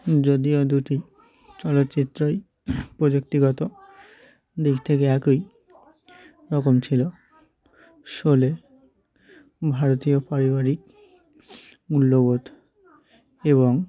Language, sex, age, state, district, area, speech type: Bengali, male, 18-30, West Bengal, Uttar Dinajpur, urban, read